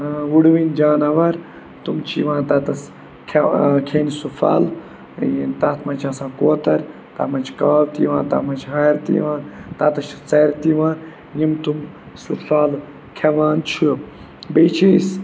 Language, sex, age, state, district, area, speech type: Kashmiri, male, 18-30, Jammu and Kashmir, Budgam, rural, spontaneous